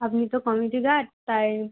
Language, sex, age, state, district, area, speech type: Bengali, female, 18-30, West Bengal, Uttar Dinajpur, urban, conversation